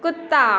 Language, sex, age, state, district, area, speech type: Maithili, other, 18-30, Bihar, Saharsa, rural, read